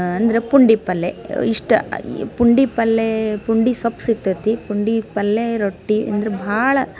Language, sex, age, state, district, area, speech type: Kannada, female, 18-30, Karnataka, Dharwad, rural, spontaneous